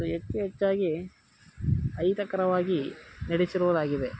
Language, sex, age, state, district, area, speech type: Kannada, male, 18-30, Karnataka, Mysore, rural, spontaneous